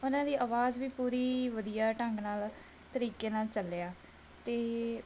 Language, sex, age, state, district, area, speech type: Punjabi, female, 30-45, Punjab, Bathinda, urban, spontaneous